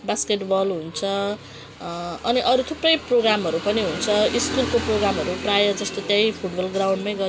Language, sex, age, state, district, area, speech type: Nepali, female, 45-60, West Bengal, Jalpaiguri, urban, spontaneous